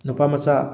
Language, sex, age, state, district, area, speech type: Manipuri, male, 18-30, Manipur, Thoubal, rural, spontaneous